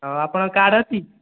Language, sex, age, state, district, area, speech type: Odia, male, 18-30, Odisha, Khordha, rural, conversation